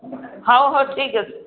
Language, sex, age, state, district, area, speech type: Odia, female, 60+, Odisha, Angul, rural, conversation